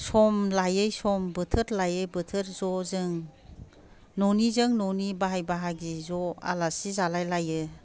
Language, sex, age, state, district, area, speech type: Bodo, female, 45-60, Assam, Kokrajhar, urban, spontaneous